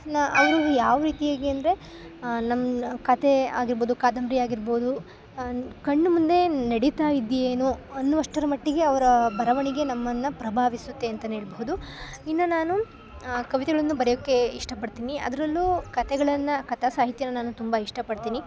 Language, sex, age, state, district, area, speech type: Kannada, female, 18-30, Karnataka, Chikkamagaluru, rural, spontaneous